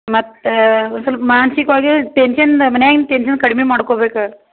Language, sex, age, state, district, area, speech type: Kannada, female, 60+, Karnataka, Belgaum, urban, conversation